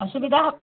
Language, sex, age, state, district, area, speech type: Bengali, female, 60+, West Bengal, Nadia, rural, conversation